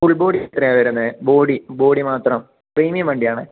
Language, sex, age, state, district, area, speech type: Malayalam, male, 18-30, Kerala, Idukki, rural, conversation